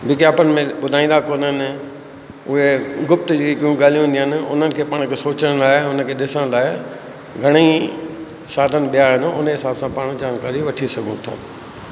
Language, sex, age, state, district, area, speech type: Sindhi, male, 60+, Rajasthan, Ajmer, urban, spontaneous